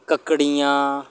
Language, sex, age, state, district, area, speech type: Dogri, male, 30-45, Jammu and Kashmir, Udhampur, rural, spontaneous